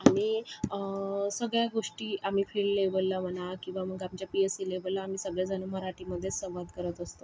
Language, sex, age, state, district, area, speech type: Marathi, female, 45-60, Maharashtra, Yavatmal, rural, spontaneous